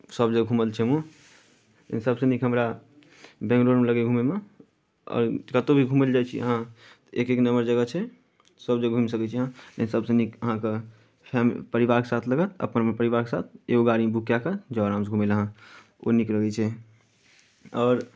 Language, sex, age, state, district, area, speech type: Maithili, male, 18-30, Bihar, Darbhanga, rural, spontaneous